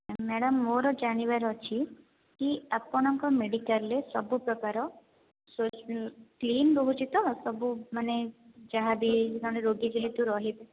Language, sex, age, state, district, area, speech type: Odia, female, 18-30, Odisha, Jajpur, rural, conversation